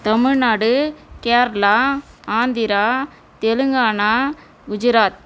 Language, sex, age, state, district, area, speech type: Tamil, female, 45-60, Tamil Nadu, Tiruvannamalai, rural, spontaneous